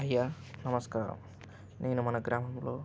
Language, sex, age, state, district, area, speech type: Telugu, male, 18-30, Andhra Pradesh, N T Rama Rao, urban, spontaneous